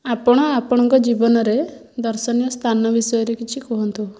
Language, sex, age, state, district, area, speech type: Odia, male, 18-30, Odisha, Dhenkanal, rural, spontaneous